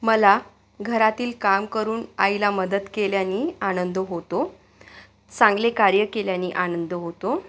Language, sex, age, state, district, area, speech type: Marathi, female, 18-30, Maharashtra, Akola, urban, spontaneous